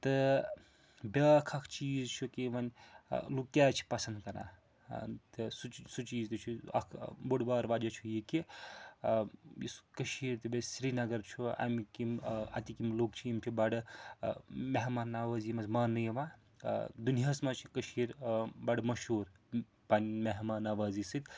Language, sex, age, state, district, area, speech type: Kashmiri, male, 45-60, Jammu and Kashmir, Srinagar, urban, spontaneous